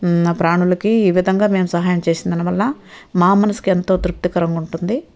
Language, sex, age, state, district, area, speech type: Telugu, female, 60+, Andhra Pradesh, Nellore, rural, spontaneous